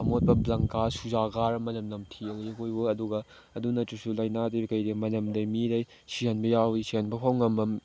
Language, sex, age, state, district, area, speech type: Manipuri, male, 18-30, Manipur, Chandel, rural, spontaneous